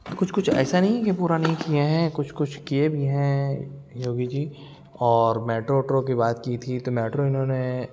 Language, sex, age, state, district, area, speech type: Urdu, male, 18-30, Uttar Pradesh, Lucknow, urban, spontaneous